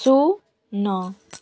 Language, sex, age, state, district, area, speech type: Odia, female, 30-45, Odisha, Balasore, rural, read